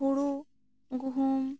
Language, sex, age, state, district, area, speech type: Santali, female, 18-30, West Bengal, Bankura, rural, spontaneous